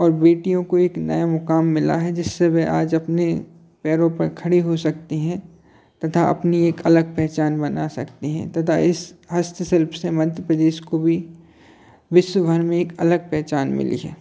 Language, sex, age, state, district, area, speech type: Hindi, male, 30-45, Madhya Pradesh, Hoshangabad, urban, spontaneous